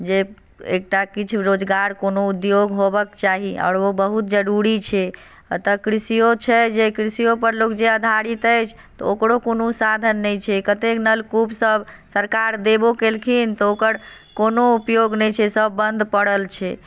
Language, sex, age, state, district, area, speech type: Maithili, female, 30-45, Bihar, Madhubani, rural, spontaneous